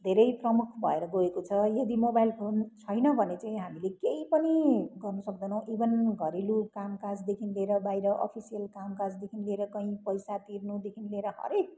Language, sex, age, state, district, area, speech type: Nepali, female, 60+, West Bengal, Kalimpong, rural, spontaneous